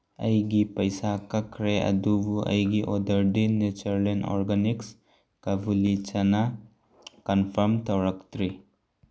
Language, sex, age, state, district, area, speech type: Manipuri, male, 18-30, Manipur, Tengnoupal, rural, read